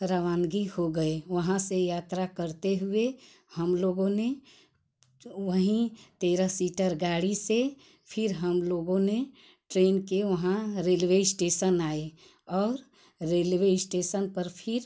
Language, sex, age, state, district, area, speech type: Hindi, female, 45-60, Uttar Pradesh, Ghazipur, rural, spontaneous